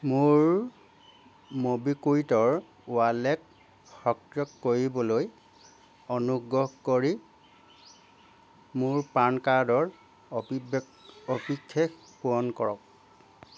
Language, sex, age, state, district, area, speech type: Assamese, male, 60+, Assam, Golaghat, urban, read